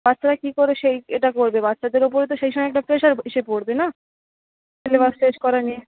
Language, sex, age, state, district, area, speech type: Bengali, female, 18-30, West Bengal, Birbhum, urban, conversation